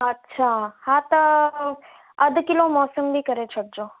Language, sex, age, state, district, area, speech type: Sindhi, female, 30-45, Gujarat, Kutch, urban, conversation